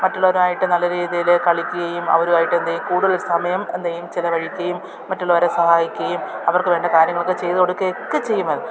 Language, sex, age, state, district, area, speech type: Malayalam, female, 30-45, Kerala, Thiruvananthapuram, urban, spontaneous